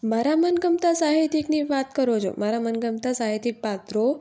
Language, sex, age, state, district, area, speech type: Gujarati, female, 18-30, Gujarat, Surat, urban, spontaneous